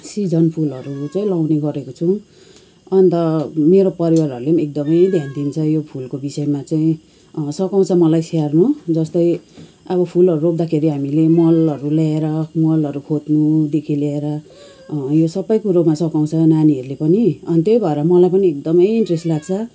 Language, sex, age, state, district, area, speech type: Nepali, female, 45-60, West Bengal, Kalimpong, rural, spontaneous